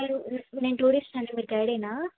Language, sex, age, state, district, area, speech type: Telugu, female, 18-30, Andhra Pradesh, Bapatla, urban, conversation